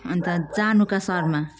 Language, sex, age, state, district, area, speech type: Nepali, female, 45-60, West Bengal, Jalpaiguri, urban, spontaneous